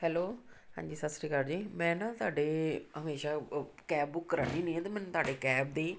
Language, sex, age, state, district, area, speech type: Punjabi, female, 45-60, Punjab, Amritsar, urban, spontaneous